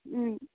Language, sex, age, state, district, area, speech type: Nepali, female, 18-30, West Bengal, Darjeeling, rural, conversation